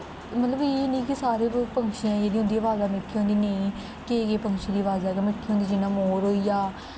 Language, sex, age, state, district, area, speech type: Dogri, female, 18-30, Jammu and Kashmir, Kathua, rural, spontaneous